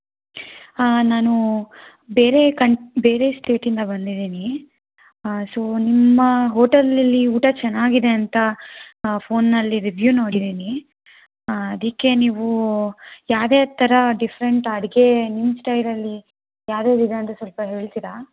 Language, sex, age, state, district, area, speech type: Kannada, female, 18-30, Karnataka, Tumkur, urban, conversation